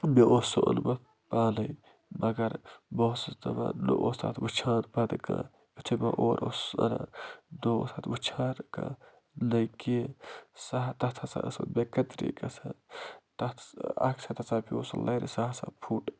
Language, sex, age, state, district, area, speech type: Kashmiri, male, 30-45, Jammu and Kashmir, Budgam, rural, spontaneous